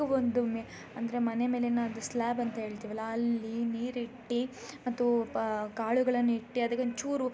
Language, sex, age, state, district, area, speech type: Kannada, female, 18-30, Karnataka, Chikkamagaluru, rural, spontaneous